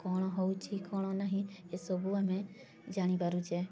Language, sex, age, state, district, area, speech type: Odia, female, 18-30, Odisha, Mayurbhanj, rural, spontaneous